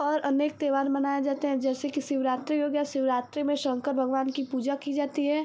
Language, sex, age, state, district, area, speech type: Hindi, female, 18-30, Uttar Pradesh, Ghazipur, rural, spontaneous